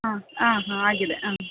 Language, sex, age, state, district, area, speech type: Kannada, female, 30-45, Karnataka, Mandya, urban, conversation